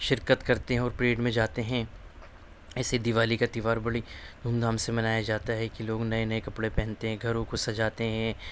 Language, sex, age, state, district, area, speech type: Urdu, male, 30-45, Delhi, Central Delhi, urban, spontaneous